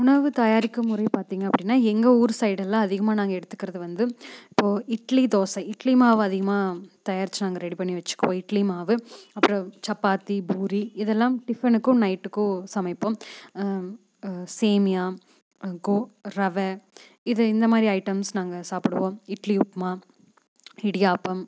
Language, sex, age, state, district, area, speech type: Tamil, female, 18-30, Tamil Nadu, Coimbatore, rural, spontaneous